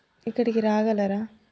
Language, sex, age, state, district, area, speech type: Telugu, female, 30-45, Telangana, Adilabad, rural, spontaneous